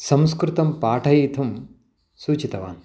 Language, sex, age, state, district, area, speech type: Sanskrit, male, 60+, Telangana, Karimnagar, urban, spontaneous